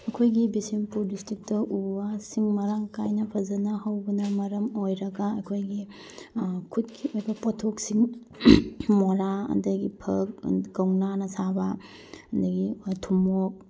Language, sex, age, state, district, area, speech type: Manipuri, female, 30-45, Manipur, Bishnupur, rural, spontaneous